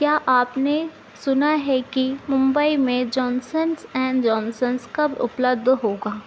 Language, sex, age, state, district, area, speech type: Hindi, female, 45-60, Madhya Pradesh, Harda, urban, read